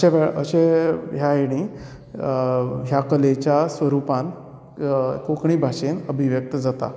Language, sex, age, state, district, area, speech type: Goan Konkani, male, 30-45, Goa, Canacona, rural, spontaneous